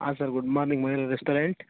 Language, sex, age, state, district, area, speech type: Kannada, male, 18-30, Karnataka, Mandya, rural, conversation